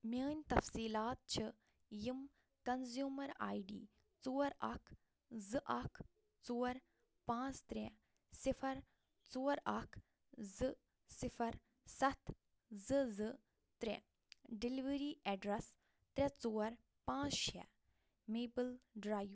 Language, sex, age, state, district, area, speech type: Kashmiri, female, 18-30, Jammu and Kashmir, Ganderbal, rural, read